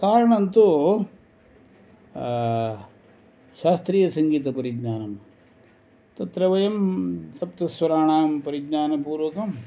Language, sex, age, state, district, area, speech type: Sanskrit, male, 60+, Karnataka, Uttara Kannada, rural, spontaneous